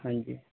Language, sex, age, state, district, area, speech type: Punjabi, male, 18-30, Punjab, Barnala, rural, conversation